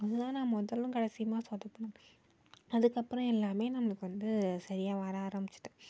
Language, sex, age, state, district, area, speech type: Tamil, female, 18-30, Tamil Nadu, Nagapattinam, rural, spontaneous